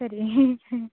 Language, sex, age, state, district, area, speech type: Kannada, female, 18-30, Karnataka, Dakshina Kannada, rural, conversation